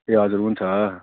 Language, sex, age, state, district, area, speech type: Nepali, male, 30-45, West Bengal, Jalpaiguri, urban, conversation